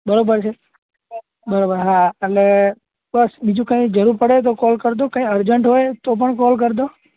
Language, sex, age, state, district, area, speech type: Gujarati, male, 18-30, Gujarat, Anand, rural, conversation